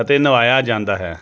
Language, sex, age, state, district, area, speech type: Punjabi, male, 30-45, Punjab, Jalandhar, urban, spontaneous